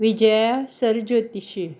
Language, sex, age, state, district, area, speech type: Goan Konkani, female, 60+, Goa, Bardez, rural, spontaneous